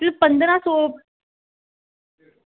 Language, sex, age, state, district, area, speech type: Dogri, female, 18-30, Jammu and Kashmir, Samba, rural, conversation